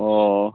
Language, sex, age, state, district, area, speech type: Manipuri, male, 45-60, Manipur, Churachandpur, rural, conversation